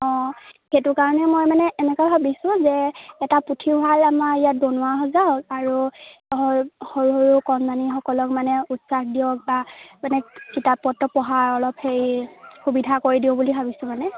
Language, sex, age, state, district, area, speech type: Assamese, female, 18-30, Assam, Lakhimpur, rural, conversation